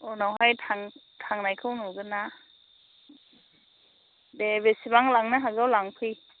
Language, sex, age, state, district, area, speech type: Bodo, female, 60+, Assam, Chirang, rural, conversation